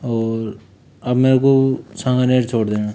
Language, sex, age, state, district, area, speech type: Hindi, male, 30-45, Rajasthan, Jaipur, urban, spontaneous